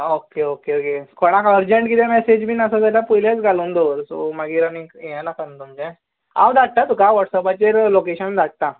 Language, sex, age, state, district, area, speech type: Goan Konkani, male, 18-30, Goa, Canacona, rural, conversation